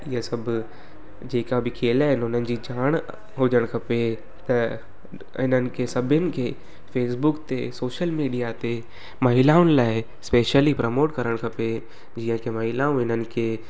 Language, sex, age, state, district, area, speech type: Sindhi, male, 18-30, Gujarat, Surat, urban, spontaneous